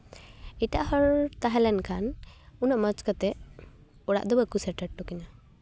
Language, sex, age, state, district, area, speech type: Santali, female, 18-30, West Bengal, Paschim Bardhaman, rural, spontaneous